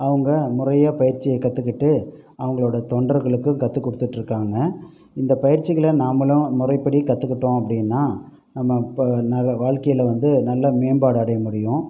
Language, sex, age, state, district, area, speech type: Tamil, male, 45-60, Tamil Nadu, Pudukkottai, rural, spontaneous